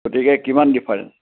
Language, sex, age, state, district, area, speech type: Assamese, male, 60+, Assam, Kamrup Metropolitan, urban, conversation